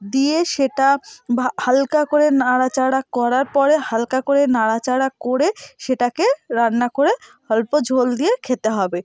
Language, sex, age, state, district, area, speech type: Bengali, female, 18-30, West Bengal, North 24 Parganas, rural, spontaneous